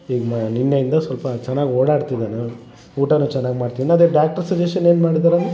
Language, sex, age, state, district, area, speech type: Kannada, male, 30-45, Karnataka, Vijayanagara, rural, spontaneous